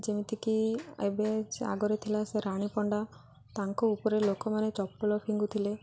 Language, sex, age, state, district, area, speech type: Odia, female, 18-30, Odisha, Malkangiri, urban, spontaneous